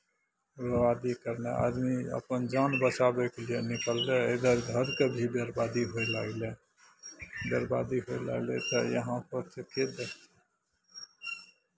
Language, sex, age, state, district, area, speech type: Maithili, male, 60+, Bihar, Madhepura, rural, spontaneous